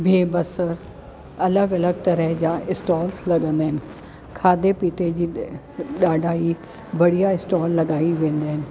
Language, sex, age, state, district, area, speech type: Sindhi, female, 45-60, Delhi, South Delhi, urban, spontaneous